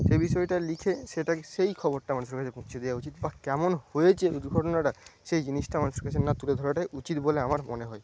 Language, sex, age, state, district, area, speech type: Bengali, male, 18-30, West Bengal, Paschim Medinipur, rural, spontaneous